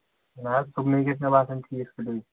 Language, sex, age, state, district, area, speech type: Kashmiri, male, 18-30, Jammu and Kashmir, Pulwama, urban, conversation